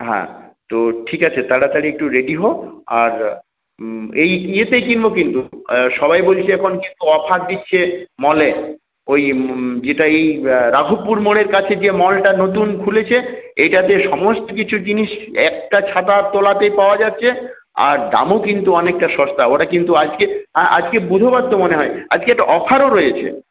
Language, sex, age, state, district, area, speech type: Bengali, male, 45-60, West Bengal, Purulia, urban, conversation